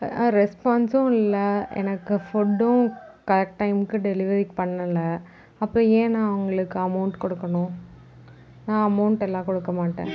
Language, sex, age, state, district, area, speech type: Tamil, female, 18-30, Tamil Nadu, Tiruvarur, rural, spontaneous